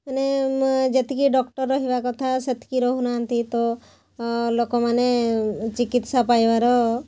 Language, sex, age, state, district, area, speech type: Odia, female, 45-60, Odisha, Mayurbhanj, rural, spontaneous